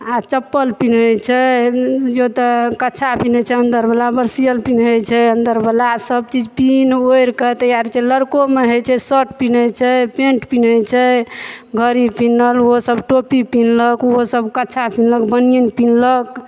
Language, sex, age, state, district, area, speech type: Maithili, female, 45-60, Bihar, Supaul, rural, spontaneous